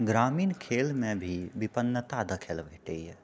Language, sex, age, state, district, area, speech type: Maithili, male, 30-45, Bihar, Purnia, rural, spontaneous